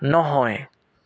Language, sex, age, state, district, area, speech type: Assamese, male, 18-30, Assam, Tinsukia, rural, read